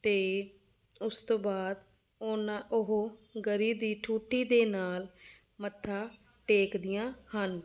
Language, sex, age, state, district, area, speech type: Punjabi, female, 30-45, Punjab, Fazilka, rural, spontaneous